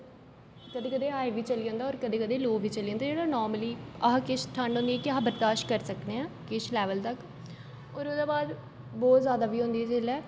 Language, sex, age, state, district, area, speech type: Dogri, female, 18-30, Jammu and Kashmir, Jammu, urban, spontaneous